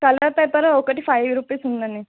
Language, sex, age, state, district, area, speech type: Telugu, female, 18-30, Telangana, Mahbubnagar, urban, conversation